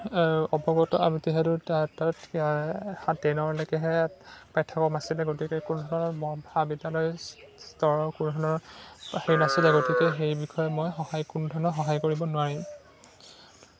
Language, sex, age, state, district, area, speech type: Assamese, male, 18-30, Assam, Lakhimpur, urban, spontaneous